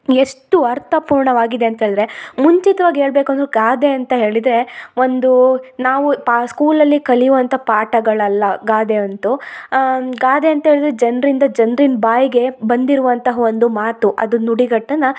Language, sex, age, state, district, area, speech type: Kannada, female, 18-30, Karnataka, Chikkamagaluru, rural, spontaneous